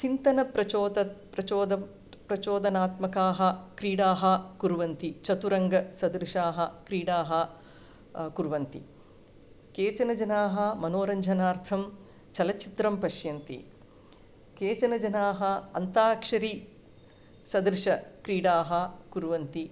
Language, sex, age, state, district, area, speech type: Sanskrit, female, 45-60, Tamil Nadu, Chennai, urban, spontaneous